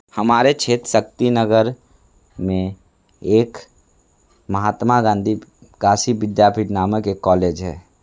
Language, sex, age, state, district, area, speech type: Hindi, male, 60+, Uttar Pradesh, Sonbhadra, rural, spontaneous